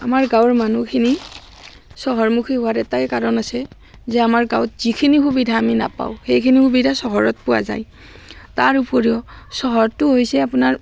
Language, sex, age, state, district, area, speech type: Assamese, female, 45-60, Assam, Barpeta, rural, spontaneous